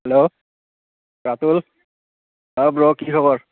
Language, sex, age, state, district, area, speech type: Assamese, male, 18-30, Assam, Barpeta, rural, conversation